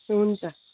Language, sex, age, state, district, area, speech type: Nepali, female, 30-45, West Bengal, Darjeeling, urban, conversation